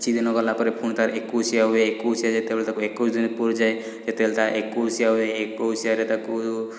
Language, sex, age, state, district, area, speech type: Odia, male, 30-45, Odisha, Puri, urban, spontaneous